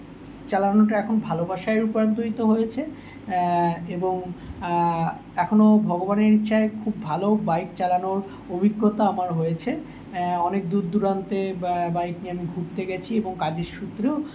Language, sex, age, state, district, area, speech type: Bengali, male, 18-30, West Bengal, Kolkata, urban, spontaneous